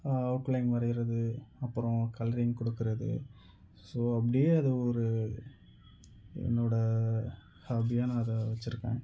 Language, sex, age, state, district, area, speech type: Tamil, male, 30-45, Tamil Nadu, Tiruvarur, rural, spontaneous